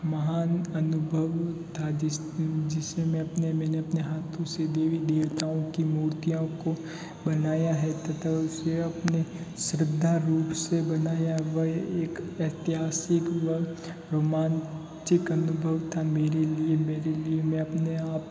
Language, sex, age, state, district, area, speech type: Hindi, male, 45-60, Rajasthan, Jodhpur, urban, spontaneous